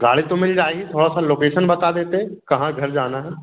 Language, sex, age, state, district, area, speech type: Hindi, male, 18-30, Madhya Pradesh, Jabalpur, urban, conversation